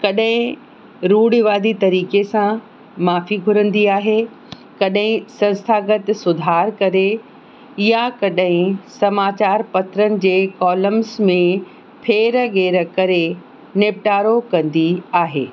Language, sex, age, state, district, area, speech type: Sindhi, female, 18-30, Uttar Pradesh, Lucknow, urban, spontaneous